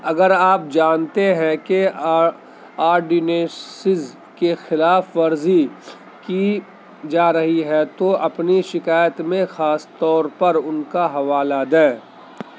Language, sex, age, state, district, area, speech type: Urdu, male, 30-45, Delhi, Central Delhi, urban, read